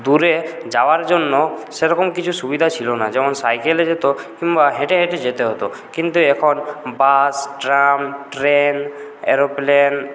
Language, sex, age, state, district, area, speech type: Bengali, male, 30-45, West Bengal, Purulia, rural, spontaneous